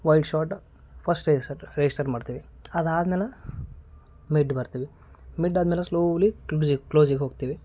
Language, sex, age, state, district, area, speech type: Kannada, male, 30-45, Karnataka, Gulbarga, urban, spontaneous